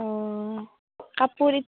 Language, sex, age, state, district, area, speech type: Assamese, female, 30-45, Assam, Darrang, rural, conversation